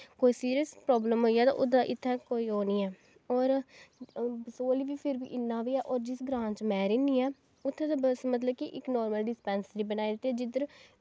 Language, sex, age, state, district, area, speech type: Dogri, female, 18-30, Jammu and Kashmir, Kathua, rural, spontaneous